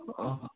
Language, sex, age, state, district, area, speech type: Bodo, male, 18-30, Assam, Udalguri, rural, conversation